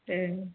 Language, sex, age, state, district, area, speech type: Bodo, female, 30-45, Assam, Chirang, urban, conversation